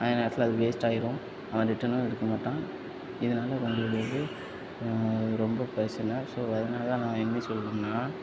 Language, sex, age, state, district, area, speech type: Tamil, male, 18-30, Tamil Nadu, Tirunelveli, rural, spontaneous